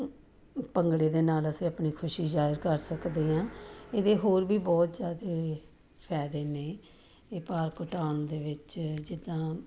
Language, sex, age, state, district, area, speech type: Punjabi, female, 45-60, Punjab, Jalandhar, urban, spontaneous